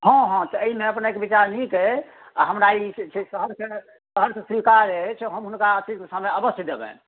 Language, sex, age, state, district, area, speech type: Maithili, male, 60+, Bihar, Madhubani, urban, conversation